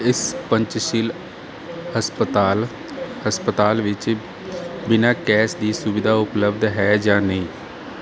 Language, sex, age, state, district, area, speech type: Punjabi, male, 30-45, Punjab, Kapurthala, urban, read